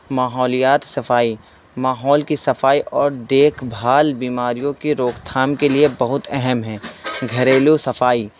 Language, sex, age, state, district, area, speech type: Urdu, male, 18-30, Uttar Pradesh, Saharanpur, urban, spontaneous